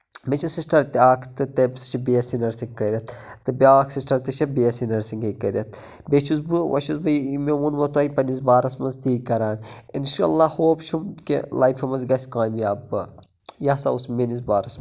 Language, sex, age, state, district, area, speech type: Kashmiri, male, 30-45, Jammu and Kashmir, Budgam, rural, spontaneous